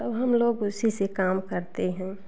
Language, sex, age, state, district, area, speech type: Hindi, female, 30-45, Uttar Pradesh, Jaunpur, rural, spontaneous